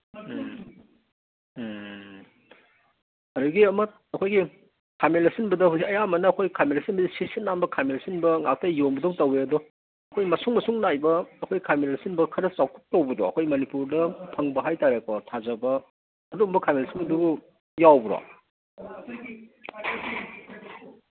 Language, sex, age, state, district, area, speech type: Manipuri, male, 60+, Manipur, Imphal East, rural, conversation